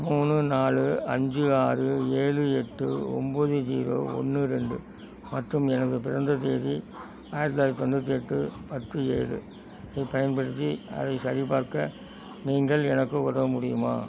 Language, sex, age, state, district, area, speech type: Tamil, male, 60+, Tamil Nadu, Thanjavur, rural, read